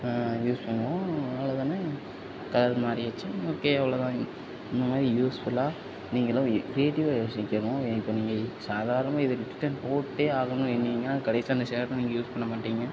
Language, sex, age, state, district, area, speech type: Tamil, male, 18-30, Tamil Nadu, Tirunelveli, rural, spontaneous